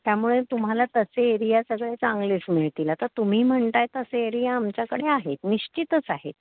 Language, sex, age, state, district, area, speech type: Marathi, female, 30-45, Maharashtra, Palghar, urban, conversation